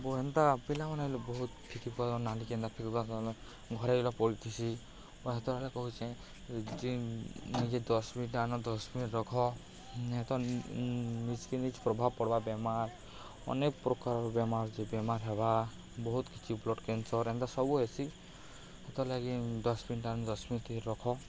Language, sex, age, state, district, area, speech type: Odia, male, 18-30, Odisha, Balangir, urban, spontaneous